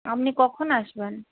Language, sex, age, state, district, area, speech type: Bengali, female, 45-60, West Bengal, Nadia, rural, conversation